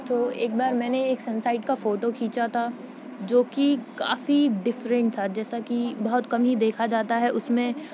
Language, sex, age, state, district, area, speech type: Urdu, female, 18-30, Uttar Pradesh, Shahjahanpur, rural, spontaneous